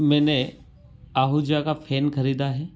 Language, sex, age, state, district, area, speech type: Hindi, male, 30-45, Madhya Pradesh, Ujjain, rural, spontaneous